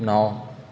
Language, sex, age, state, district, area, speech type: Hindi, male, 18-30, Madhya Pradesh, Betul, urban, read